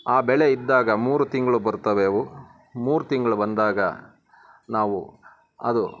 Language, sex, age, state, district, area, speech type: Kannada, male, 30-45, Karnataka, Bangalore Urban, urban, spontaneous